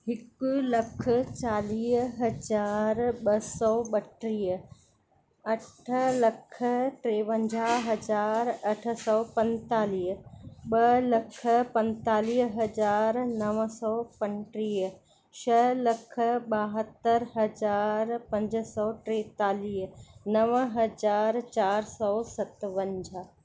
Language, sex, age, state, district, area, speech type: Sindhi, female, 45-60, Madhya Pradesh, Katni, urban, spontaneous